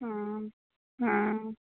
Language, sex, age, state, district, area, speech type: Hindi, female, 45-60, Madhya Pradesh, Ujjain, urban, conversation